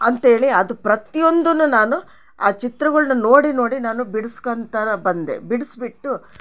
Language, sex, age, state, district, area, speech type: Kannada, female, 60+, Karnataka, Chitradurga, rural, spontaneous